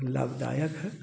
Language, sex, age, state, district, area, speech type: Hindi, male, 60+, Bihar, Samastipur, urban, spontaneous